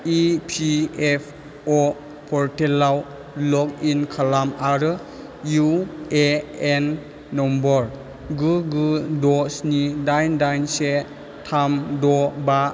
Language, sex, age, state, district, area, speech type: Bodo, male, 18-30, Assam, Chirang, urban, read